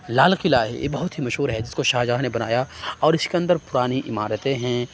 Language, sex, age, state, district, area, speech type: Urdu, male, 30-45, Uttar Pradesh, Aligarh, rural, spontaneous